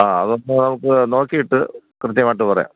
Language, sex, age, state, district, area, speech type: Malayalam, male, 60+, Kerala, Thiruvananthapuram, urban, conversation